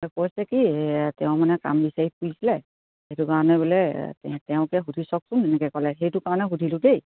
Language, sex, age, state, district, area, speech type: Assamese, female, 60+, Assam, Dibrugarh, rural, conversation